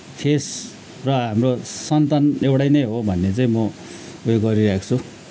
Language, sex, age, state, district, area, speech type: Nepali, male, 45-60, West Bengal, Kalimpong, rural, spontaneous